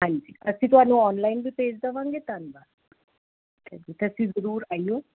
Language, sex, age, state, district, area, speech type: Punjabi, female, 30-45, Punjab, Jalandhar, urban, conversation